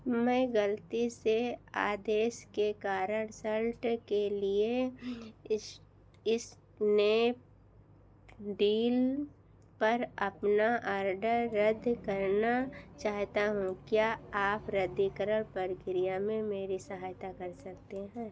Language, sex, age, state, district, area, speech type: Hindi, female, 60+, Uttar Pradesh, Ayodhya, urban, read